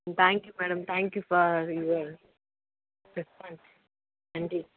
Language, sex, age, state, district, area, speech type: Tamil, female, 30-45, Tamil Nadu, Madurai, urban, conversation